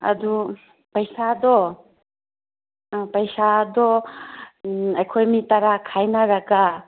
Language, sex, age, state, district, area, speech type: Manipuri, female, 30-45, Manipur, Chandel, rural, conversation